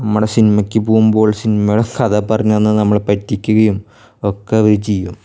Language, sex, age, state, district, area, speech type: Malayalam, male, 18-30, Kerala, Thrissur, rural, spontaneous